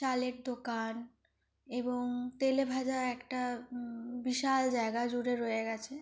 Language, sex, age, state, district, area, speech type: Bengali, female, 18-30, West Bengal, Purulia, urban, spontaneous